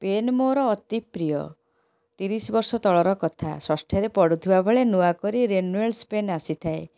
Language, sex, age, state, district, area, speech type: Odia, female, 45-60, Odisha, Cuttack, urban, spontaneous